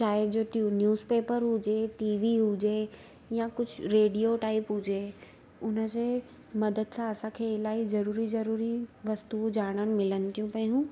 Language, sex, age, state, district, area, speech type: Sindhi, female, 18-30, Gujarat, Surat, urban, spontaneous